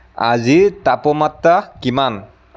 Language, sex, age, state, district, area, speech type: Assamese, male, 30-45, Assam, Lakhimpur, rural, read